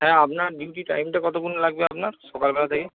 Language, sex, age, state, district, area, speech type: Bengali, male, 18-30, West Bengal, Purba Bardhaman, urban, conversation